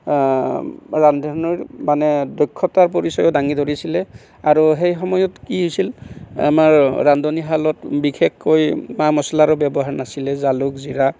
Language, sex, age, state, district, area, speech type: Assamese, male, 45-60, Assam, Barpeta, rural, spontaneous